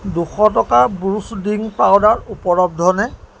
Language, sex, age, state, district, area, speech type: Assamese, male, 30-45, Assam, Jorhat, urban, read